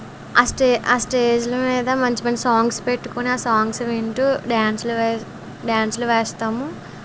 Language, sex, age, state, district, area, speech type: Telugu, female, 18-30, Andhra Pradesh, Eluru, rural, spontaneous